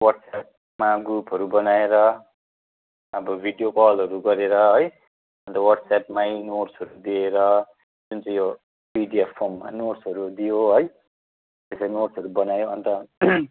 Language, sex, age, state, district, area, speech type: Nepali, male, 30-45, West Bengal, Kalimpong, rural, conversation